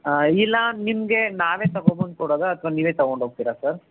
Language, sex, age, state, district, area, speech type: Kannada, male, 18-30, Karnataka, Chikkaballapur, urban, conversation